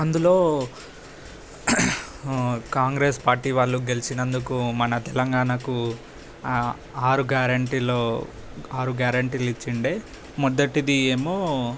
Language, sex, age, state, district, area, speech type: Telugu, male, 18-30, Telangana, Hyderabad, urban, spontaneous